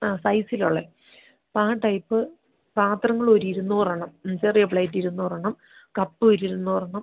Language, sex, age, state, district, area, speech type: Malayalam, female, 30-45, Kerala, Idukki, rural, conversation